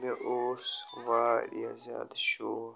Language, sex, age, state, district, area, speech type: Kashmiri, male, 30-45, Jammu and Kashmir, Baramulla, rural, spontaneous